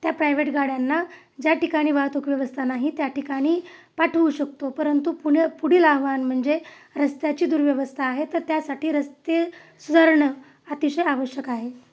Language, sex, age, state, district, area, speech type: Marathi, female, 30-45, Maharashtra, Osmanabad, rural, spontaneous